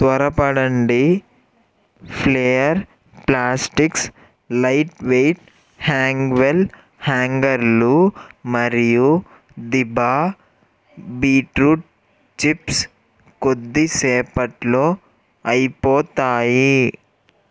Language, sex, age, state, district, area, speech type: Telugu, male, 18-30, Andhra Pradesh, Eluru, urban, read